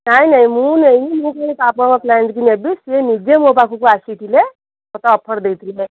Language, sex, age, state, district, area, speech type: Odia, female, 30-45, Odisha, Kendrapara, urban, conversation